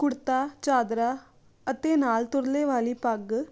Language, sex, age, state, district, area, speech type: Punjabi, female, 30-45, Punjab, Jalandhar, urban, spontaneous